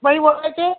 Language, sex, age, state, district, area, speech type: Gujarati, female, 60+, Gujarat, Kheda, rural, conversation